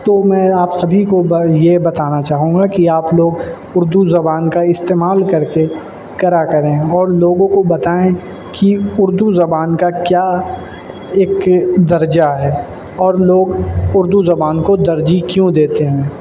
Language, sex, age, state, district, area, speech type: Urdu, male, 18-30, Uttar Pradesh, Shahjahanpur, urban, spontaneous